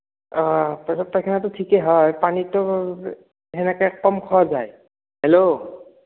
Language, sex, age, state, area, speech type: Assamese, male, 18-30, Assam, rural, conversation